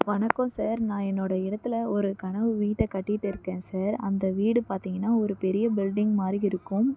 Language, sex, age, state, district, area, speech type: Tamil, female, 18-30, Tamil Nadu, Tiruvannamalai, rural, spontaneous